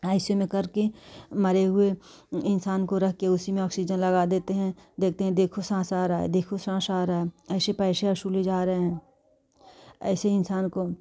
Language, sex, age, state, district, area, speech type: Hindi, female, 45-60, Uttar Pradesh, Jaunpur, urban, spontaneous